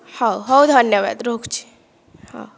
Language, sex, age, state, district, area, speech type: Odia, female, 30-45, Odisha, Dhenkanal, rural, spontaneous